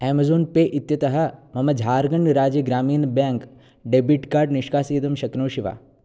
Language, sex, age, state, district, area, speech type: Sanskrit, male, 18-30, Kerala, Kannur, rural, read